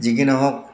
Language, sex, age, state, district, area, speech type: Assamese, male, 45-60, Assam, Goalpara, urban, spontaneous